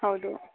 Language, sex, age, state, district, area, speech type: Kannada, female, 18-30, Karnataka, Chikkaballapur, urban, conversation